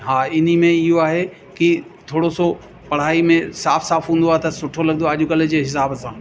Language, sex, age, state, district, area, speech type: Sindhi, male, 60+, Uttar Pradesh, Lucknow, urban, spontaneous